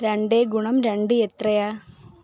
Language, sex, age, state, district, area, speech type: Malayalam, female, 18-30, Kerala, Kollam, rural, read